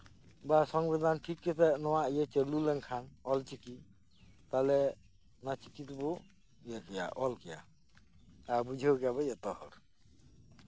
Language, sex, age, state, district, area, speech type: Santali, male, 45-60, West Bengal, Birbhum, rural, spontaneous